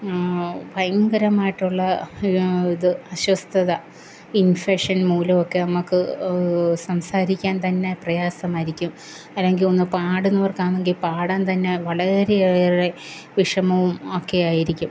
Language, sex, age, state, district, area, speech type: Malayalam, female, 30-45, Kerala, Kollam, rural, spontaneous